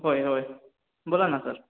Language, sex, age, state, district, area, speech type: Marathi, male, 18-30, Maharashtra, Ratnagiri, urban, conversation